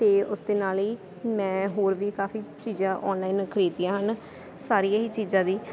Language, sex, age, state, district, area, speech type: Punjabi, female, 18-30, Punjab, Sangrur, rural, spontaneous